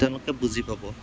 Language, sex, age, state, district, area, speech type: Assamese, male, 18-30, Assam, Kamrup Metropolitan, urban, spontaneous